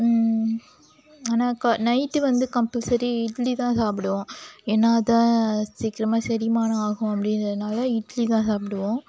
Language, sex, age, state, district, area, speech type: Tamil, female, 30-45, Tamil Nadu, Cuddalore, rural, spontaneous